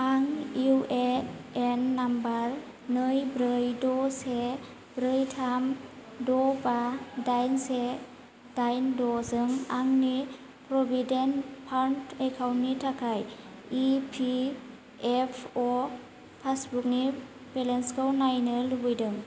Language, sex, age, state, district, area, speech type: Bodo, female, 18-30, Assam, Kokrajhar, urban, read